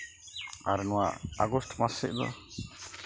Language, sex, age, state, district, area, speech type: Santali, male, 45-60, West Bengal, Uttar Dinajpur, rural, spontaneous